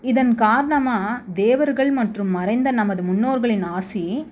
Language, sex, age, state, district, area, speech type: Tamil, female, 30-45, Tamil Nadu, Chennai, urban, spontaneous